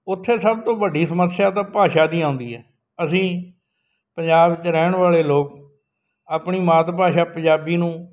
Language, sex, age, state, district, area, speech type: Punjabi, male, 60+, Punjab, Bathinda, rural, spontaneous